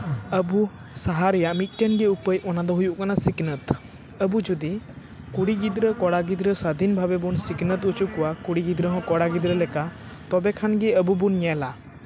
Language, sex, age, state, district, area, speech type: Santali, male, 18-30, West Bengal, Purba Bardhaman, rural, spontaneous